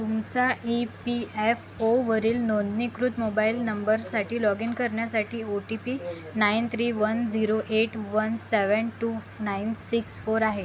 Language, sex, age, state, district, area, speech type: Marathi, female, 18-30, Maharashtra, Akola, rural, read